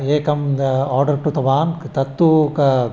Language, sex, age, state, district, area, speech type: Sanskrit, male, 60+, Andhra Pradesh, Visakhapatnam, urban, spontaneous